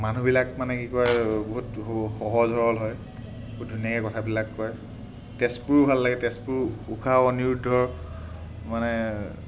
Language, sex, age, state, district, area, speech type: Assamese, male, 30-45, Assam, Sivasagar, urban, spontaneous